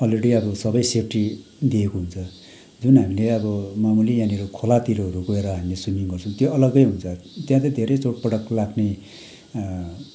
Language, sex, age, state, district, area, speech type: Nepali, male, 45-60, West Bengal, Kalimpong, rural, spontaneous